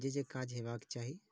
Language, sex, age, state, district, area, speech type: Maithili, male, 30-45, Bihar, Saharsa, rural, spontaneous